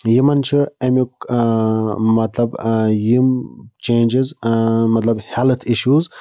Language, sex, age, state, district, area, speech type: Kashmiri, male, 60+, Jammu and Kashmir, Budgam, rural, spontaneous